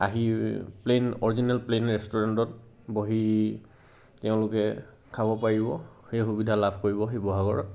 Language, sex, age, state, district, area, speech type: Assamese, male, 18-30, Assam, Sivasagar, rural, spontaneous